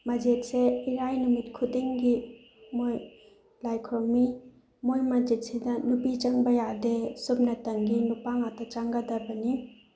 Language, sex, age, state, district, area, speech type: Manipuri, female, 18-30, Manipur, Bishnupur, rural, spontaneous